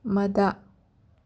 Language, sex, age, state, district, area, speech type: Manipuri, female, 18-30, Manipur, Imphal West, rural, read